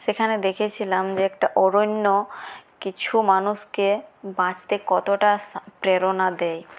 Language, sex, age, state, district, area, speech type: Bengali, female, 30-45, West Bengal, Purulia, rural, spontaneous